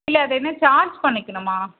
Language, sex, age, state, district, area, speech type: Tamil, female, 30-45, Tamil Nadu, Krishnagiri, rural, conversation